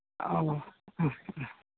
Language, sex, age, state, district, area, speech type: Manipuri, female, 60+, Manipur, Imphal East, rural, conversation